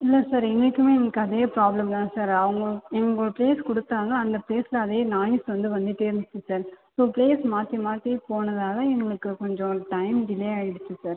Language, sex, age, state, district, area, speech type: Tamil, female, 18-30, Tamil Nadu, Viluppuram, urban, conversation